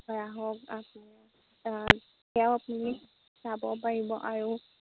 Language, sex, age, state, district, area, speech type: Assamese, female, 18-30, Assam, Majuli, urban, conversation